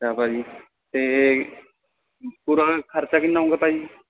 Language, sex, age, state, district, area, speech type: Punjabi, male, 18-30, Punjab, Rupnagar, urban, conversation